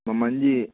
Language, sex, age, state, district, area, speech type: Manipuri, male, 18-30, Manipur, Chandel, rural, conversation